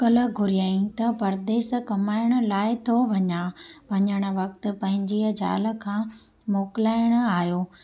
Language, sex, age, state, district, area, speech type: Sindhi, female, 30-45, Gujarat, Junagadh, urban, spontaneous